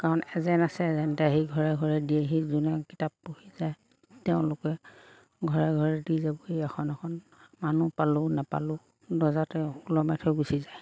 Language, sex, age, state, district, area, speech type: Assamese, female, 45-60, Assam, Lakhimpur, rural, spontaneous